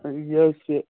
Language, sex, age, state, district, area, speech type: Kashmiri, female, 18-30, Jammu and Kashmir, Kupwara, rural, conversation